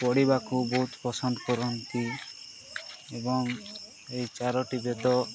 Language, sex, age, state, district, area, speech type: Odia, male, 18-30, Odisha, Nabarangpur, urban, spontaneous